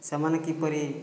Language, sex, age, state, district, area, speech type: Odia, male, 30-45, Odisha, Boudh, rural, spontaneous